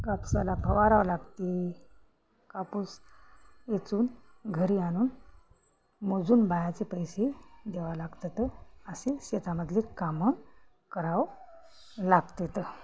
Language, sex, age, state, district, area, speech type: Marathi, female, 45-60, Maharashtra, Hingoli, urban, spontaneous